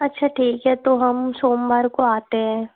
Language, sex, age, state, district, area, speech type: Hindi, female, 30-45, Madhya Pradesh, Gwalior, rural, conversation